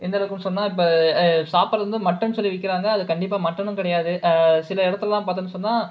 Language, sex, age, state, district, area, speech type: Tamil, male, 30-45, Tamil Nadu, Cuddalore, urban, spontaneous